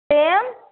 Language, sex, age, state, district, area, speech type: Maithili, female, 60+, Bihar, Madhepura, urban, conversation